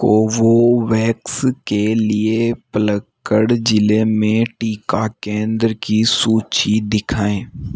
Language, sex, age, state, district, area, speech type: Hindi, male, 60+, Rajasthan, Jaipur, urban, read